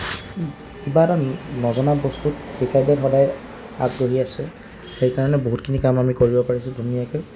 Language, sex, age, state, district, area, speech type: Assamese, male, 18-30, Assam, Lakhimpur, urban, spontaneous